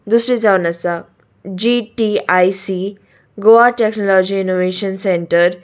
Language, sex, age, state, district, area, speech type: Goan Konkani, female, 18-30, Goa, Salcete, urban, spontaneous